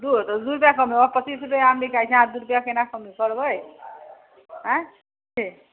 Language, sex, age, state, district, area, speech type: Maithili, female, 60+, Bihar, Sitamarhi, rural, conversation